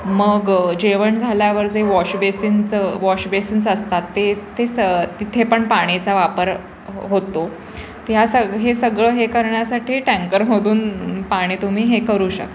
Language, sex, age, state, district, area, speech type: Marathi, female, 18-30, Maharashtra, Pune, urban, spontaneous